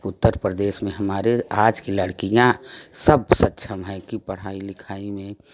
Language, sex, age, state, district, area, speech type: Hindi, female, 60+, Uttar Pradesh, Prayagraj, rural, spontaneous